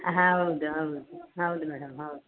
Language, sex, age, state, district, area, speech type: Kannada, female, 45-60, Karnataka, Dakshina Kannada, rural, conversation